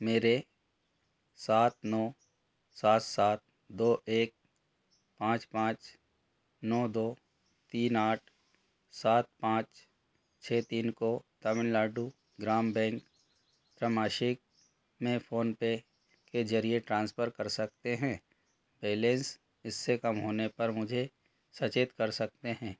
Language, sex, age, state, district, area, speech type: Hindi, male, 45-60, Madhya Pradesh, Betul, rural, read